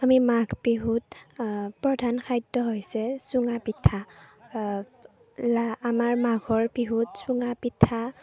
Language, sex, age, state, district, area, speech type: Assamese, female, 18-30, Assam, Chirang, rural, spontaneous